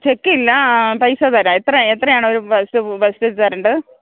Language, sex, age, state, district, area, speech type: Malayalam, female, 60+, Kerala, Alappuzha, rural, conversation